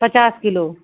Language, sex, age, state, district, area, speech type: Hindi, female, 60+, Uttar Pradesh, Sitapur, rural, conversation